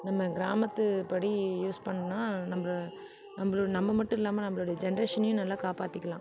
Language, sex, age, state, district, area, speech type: Tamil, female, 45-60, Tamil Nadu, Mayiladuthurai, urban, spontaneous